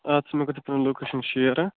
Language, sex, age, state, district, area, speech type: Kashmiri, male, 45-60, Jammu and Kashmir, Budgam, rural, conversation